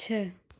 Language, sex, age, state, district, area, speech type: Hindi, female, 18-30, Uttar Pradesh, Jaunpur, urban, read